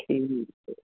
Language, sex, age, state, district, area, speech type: Punjabi, female, 45-60, Punjab, Muktsar, urban, conversation